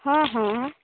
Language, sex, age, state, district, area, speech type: Hindi, female, 30-45, Bihar, Muzaffarpur, urban, conversation